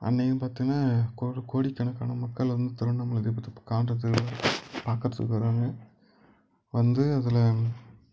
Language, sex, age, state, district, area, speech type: Tamil, male, 18-30, Tamil Nadu, Tiruvannamalai, urban, spontaneous